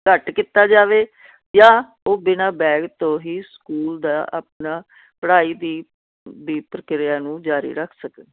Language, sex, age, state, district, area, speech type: Punjabi, female, 60+, Punjab, Firozpur, urban, conversation